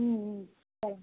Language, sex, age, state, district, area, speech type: Telugu, female, 30-45, Telangana, Mancherial, rural, conversation